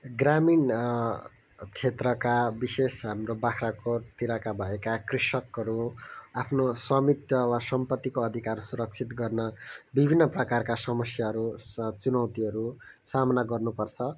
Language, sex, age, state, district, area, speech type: Nepali, male, 18-30, West Bengal, Kalimpong, rural, spontaneous